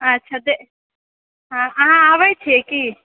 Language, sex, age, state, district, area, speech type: Maithili, female, 45-60, Bihar, Purnia, rural, conversation